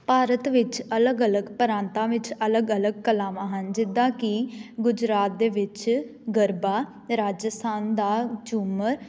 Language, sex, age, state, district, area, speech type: Punjabi, female, 18-30, Punjab, Amritsar, urban, spontaneous